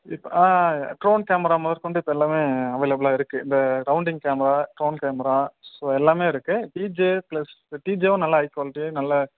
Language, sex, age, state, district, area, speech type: Tamil, male, 18-30, Tamil Nadu, Tiruvannamalai, urban, conversation